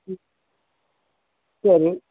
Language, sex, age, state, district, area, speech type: Tamil, female, 60+, Tamil Nadu, Sivaganga, rural, conversation